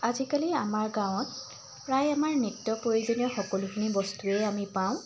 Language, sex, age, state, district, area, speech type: Assamese, female, 45-60, Assam, Tinsukia, rural, spontaneous